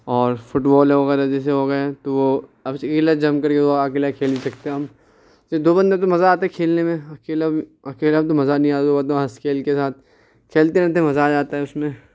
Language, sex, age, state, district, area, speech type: Urdu, male, 18-30, Uttar Pradesh, Ghaziabad, urban, spontaneous